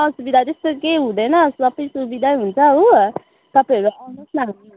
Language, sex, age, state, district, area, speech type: Nepali, female, 18-30, West Bengal, Kalimpong, rural, conversation